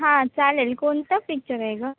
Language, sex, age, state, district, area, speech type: Marathi, female, 18-30, Maharashtra, Sindhudurg, rural, conversation